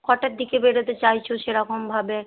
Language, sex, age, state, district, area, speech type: Bengali, female, 45-60, West Bengal, Hooghly, rural, conversation